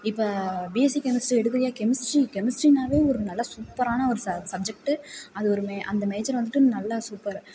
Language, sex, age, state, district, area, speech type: Tamil, female, 18-30, Tamil Nadu, Tiruvarur, rural, spontaneous